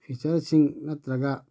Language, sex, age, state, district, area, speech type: Manipuri, male, 45-60, Manipur, Churachandpur, rural, read